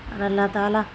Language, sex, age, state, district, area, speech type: Urdu, female, 45-60, Uttar Pradesh, Shahjahanpur, urban, spontaneous